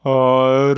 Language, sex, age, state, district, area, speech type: Urdu, male, 45-60, Delhi, Central Delhi, urban, spontaneous